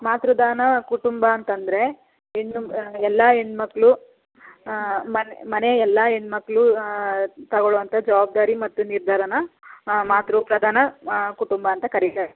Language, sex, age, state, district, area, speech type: Kannada, female, 30-45, Karnataka, Chamarajanagar, rural, conversation